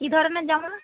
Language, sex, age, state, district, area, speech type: Bengali, female, 30-45, West Bengal, Darjeeling, urban, conversation